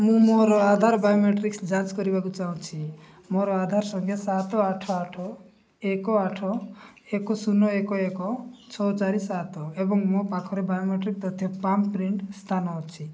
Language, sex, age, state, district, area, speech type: Odia, male, 18-30, Odisha, Nabarangpur, urban, read